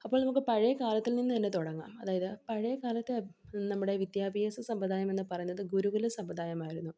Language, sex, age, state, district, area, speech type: Malayalam, female, 18-30, Kerala, Palakkad, rural, spontaneous